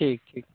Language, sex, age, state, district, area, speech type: Maithili, male, 18-30, Bihar, Samastipur, rural, conversation